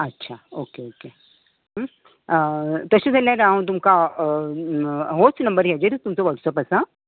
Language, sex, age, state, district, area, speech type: Goan Konkani, female, 60+, Goa, Bardez, urban, conversation